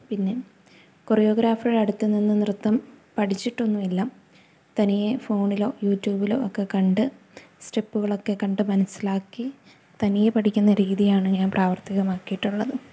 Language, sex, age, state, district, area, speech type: Malayalam, female, 18-30, Kerala, Idukki, rural, spontaneous